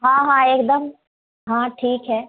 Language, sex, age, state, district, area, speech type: Hindi, female, 30-45, Bihar, Begusarai, rural, conversation